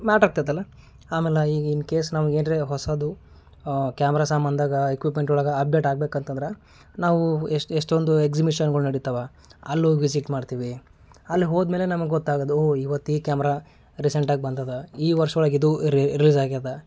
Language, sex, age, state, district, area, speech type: Kannada, male, 30-45, Karnataka, Gulbarga, urban, spontaneous